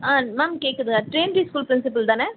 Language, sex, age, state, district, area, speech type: Tamil, female, 45-60, Tamil Nadu, Krishnagiri, rural, conversation